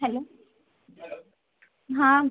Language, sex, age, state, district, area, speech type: Marathi, female, 45-60, Maharashtra, Akola, rural, conversation